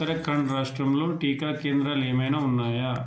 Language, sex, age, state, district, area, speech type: Telugu, male, 30-45, Telangana, Mancherial, rural, read